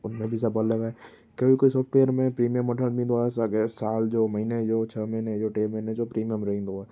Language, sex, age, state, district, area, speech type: Sindhi, male, 18-30, Gujarat, Kutch, urban, spontaneous